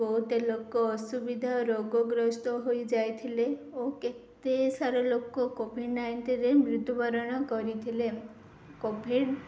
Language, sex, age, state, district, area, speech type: Odia, female, 18-30, Odisha, Ganjam, urban, spontaneous